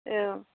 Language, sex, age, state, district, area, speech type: Bodo, female, 18-30, Assam, Chirang, urban, conversation